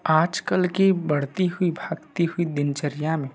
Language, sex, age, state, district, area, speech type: Hindi, male, 60+, Madhya Pradesh, Balaghat, rural, spontaneous